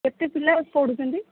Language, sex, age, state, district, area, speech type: Odia, female, 18-30, Odisha, Sundergarh, urban, conversation